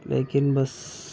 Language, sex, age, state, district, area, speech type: Urdu, male, 30-45, Uttar Pradesh, Muzaffarnagar, urban, spontaneous